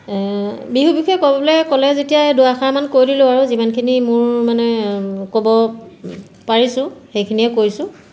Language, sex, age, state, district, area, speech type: Assamese, female, 45-60, Assam, Sivasagar, urban, spontaneous